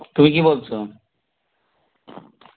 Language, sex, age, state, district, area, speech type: Bengali, male, 30-45, West Bengal, Howrah, urban, conversation